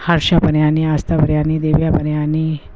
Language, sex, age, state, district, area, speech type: Sindhi, female, 30-45, Uttar Pradesh, Lucknow, rural, spontaneous